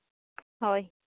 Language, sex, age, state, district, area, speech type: Santali, female, 30-45, Jharkhand, East Singhbhum, rural, conversation